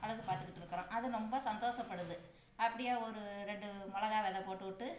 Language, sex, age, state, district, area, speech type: Tamil, female, 45-60, Tamil Nadu, Tiruchirappalli, rural, spontaneous